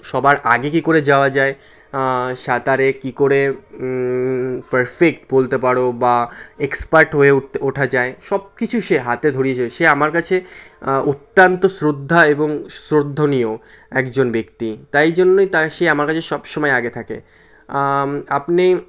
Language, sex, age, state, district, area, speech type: Bengali, male, 18-30, West Bengal, Kolkata, urban, spontaneous